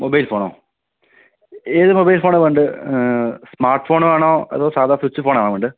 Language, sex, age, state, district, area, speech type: Malayalam, male, 18-30, Kerala, Palakkad, rural, conversation